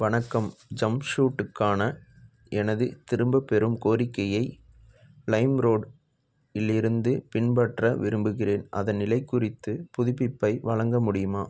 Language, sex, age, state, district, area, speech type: Tamil, male, 18-30, Tamil Nadu, Namakkal, rural, read